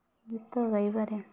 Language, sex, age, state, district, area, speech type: Odia, female, 18-30, Odisha, Mayurbhanj, rural, spontaneous